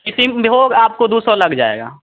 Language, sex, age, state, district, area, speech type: Hindi, male, 18-30, Bihar, Vaishali, rural, conversation